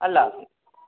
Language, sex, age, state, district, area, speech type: Urdu, female, 30-45, Uttar Pradesh, Muzaffarnagar, urban, conversation